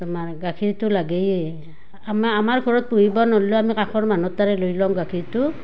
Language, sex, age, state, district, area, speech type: Assamese, female, 30-45, Assam, Barpeta, rural, spontaneous